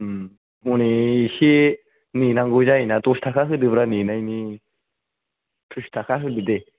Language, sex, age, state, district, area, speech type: Bodo, male, 18-30, Assam, Kokrajhar, rural, conversation